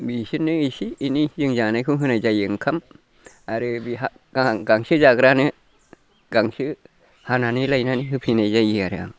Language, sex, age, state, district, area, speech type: Bodo, male, 60+, Assam, Chirang, rural, spontaneous